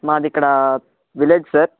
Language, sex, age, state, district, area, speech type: Telugu, male, 45-60, Andhra Pradesh, Chittoor, urban, conversation